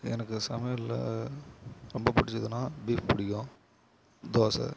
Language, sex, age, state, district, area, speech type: Tamil, male, 18-30, Tamil Nadu, Kallakurichi, rural, spontaneous